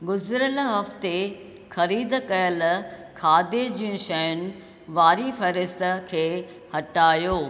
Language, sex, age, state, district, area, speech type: Sindhi, female, 60+, Maharashtra, Thane, urban, read